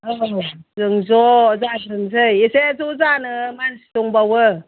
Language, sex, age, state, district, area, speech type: Bodo, female, 60+, Assam, Chirang, rural, conversation